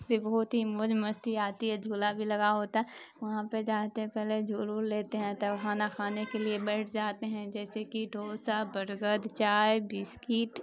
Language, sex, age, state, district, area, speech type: Urdu, female, 18-30, Bihar, Khagaria, rural, spontaneous